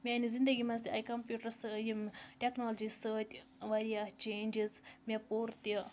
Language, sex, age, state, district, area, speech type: Kashmiri, female, 18-30, Jammu and Kashmir, Baramulla, rural, spontaneous